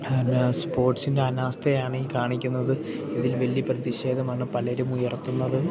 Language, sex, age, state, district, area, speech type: Malayalam, male, 18-30, Kerala, Idukki, rural, spontaneous